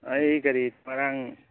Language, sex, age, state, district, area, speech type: Manipuri, male, 18-30, Manipur, Churachandpur, rural, conversation